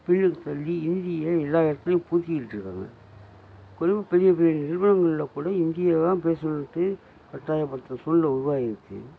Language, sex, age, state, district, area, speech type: Tamil, male, 45-60, Tamil Nadu, Nagapattinam, rural, spontaneous